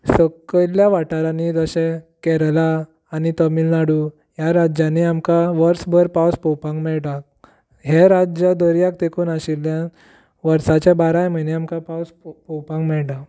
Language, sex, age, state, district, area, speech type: Goan Konkani, male, 18-30, Goa, Tiswadi, rural, spontaneous